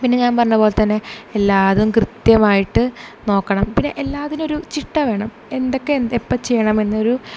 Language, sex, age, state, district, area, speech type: Malayalam, female, 18-30, Kerala, Thrissur, urban, spontaneous